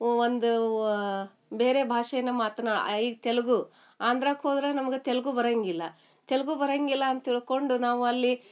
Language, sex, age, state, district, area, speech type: Kannada, female, 45-60, Karnataka, Gadag, rural, spontaneous